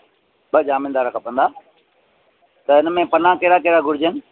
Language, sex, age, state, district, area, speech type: Sindhi, male, 30-45, Maharashtra, Thane, urban, conversation